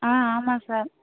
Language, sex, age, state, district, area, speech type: Tamil, female, 18-30, Tamil Nadu, Pudukkottai, rural, conversation